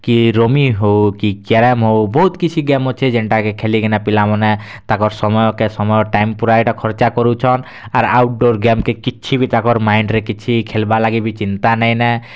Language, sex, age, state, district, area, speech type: Odia, male, 18-30, Odisha, Kalahandi, rural, spontaneous